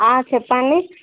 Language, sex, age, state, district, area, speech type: Telugu, female, 18-30, Andhra Pradesh, Visakhapatnam, urban, conversation